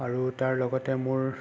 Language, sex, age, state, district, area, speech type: Assamese, male, 30-45, Assam, Sonitpur, rural, spontaneous